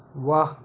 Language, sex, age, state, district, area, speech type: Hindi, male, 45-60, Madhya Pradesh, Balaghat, rural, read